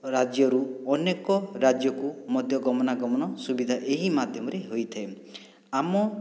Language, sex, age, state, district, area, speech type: Odia, male, 60+, Odisha, Boudh, rural, spontaneous